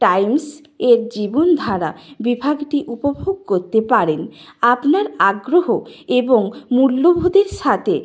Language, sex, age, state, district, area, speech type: Bengali, female, 45-60, West Bengal, Nadia, rural, spontaneous